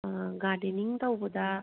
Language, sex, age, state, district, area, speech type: Manipuri, female, 30-45, Manipur, Kangpokpi, urban, conversation